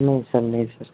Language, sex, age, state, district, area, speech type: Hindi, male, 18-30, Rajasthan, Nagaur, rural, conversation